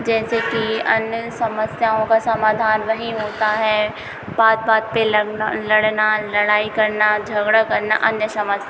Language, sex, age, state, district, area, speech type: Hindi, female, 30-45, Madhya Pradesh, Hoshangabad, rural, spontaneous